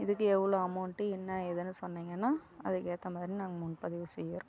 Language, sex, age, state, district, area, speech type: Tamil, female, 45-60, Tamil Nadu, Kallakurichi, urban, spontaneous